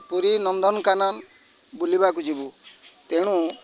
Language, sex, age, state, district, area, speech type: Odia, male, 45-60, Odisha, Kendrapara, urban, spontaneous